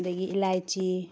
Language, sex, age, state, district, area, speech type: Manipuri, female, 45-60, Manipur, Tengnoupal, rural, spontaneous